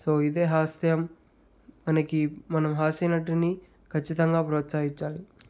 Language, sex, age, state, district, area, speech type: Telugu, male, 30-45, Andhra Pradesh, Chittoor, rural, spontaneous